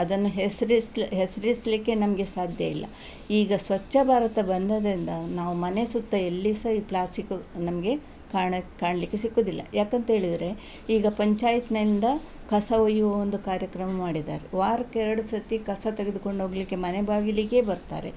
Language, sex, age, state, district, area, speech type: Kannada, female, 60+, Karnataka, Udupi, rural, spontaneous